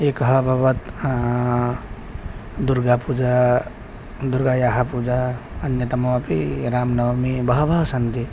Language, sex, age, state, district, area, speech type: Sanskrit, male, 18-30, Assam, Kokrajhar, rural, spontaneous